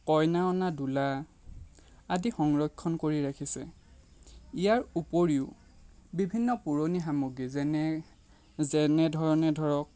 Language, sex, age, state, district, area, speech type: Assamese, male, 30-45, Assam, Lakhimpur, rural, spontaneous